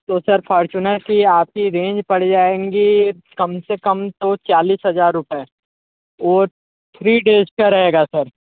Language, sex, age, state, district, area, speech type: Hindi, male, 45-60, Uttar Pradesh, Sonbhadra, rural, conversation